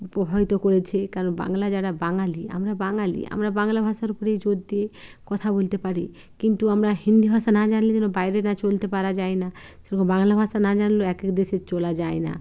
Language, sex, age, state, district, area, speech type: Bengali, female, 60+, West Bengal, Bankura, urban, spontaneous